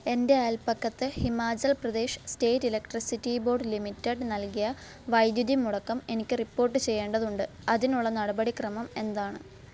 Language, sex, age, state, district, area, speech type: Malayalam, female, 18-30, Kerala, Alappuzha, rural, read